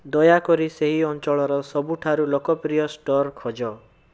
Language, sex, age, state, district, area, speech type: Odia, male, 45-60, Odisha, Bhadrak, rural, read